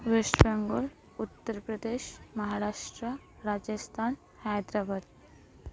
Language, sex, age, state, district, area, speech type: Santali, female, 18-30, West Bengal, Paschim Bardhaman, rural, spontaneous